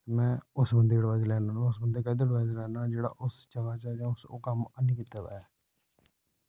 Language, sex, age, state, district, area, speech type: Dogri, male, 18-30, Jammu and Kashmir, Samba, rural, spontaneous